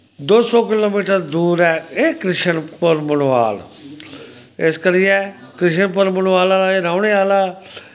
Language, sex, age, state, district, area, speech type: Dogri, male, 45-60, Jammu and Kashmir, Samba, rural, spontaneous